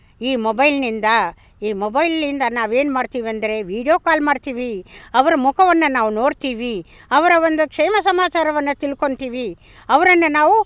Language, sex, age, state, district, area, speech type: Kannada, female, 60+, Karnataka, Bangalore Rural, rural, spontaneous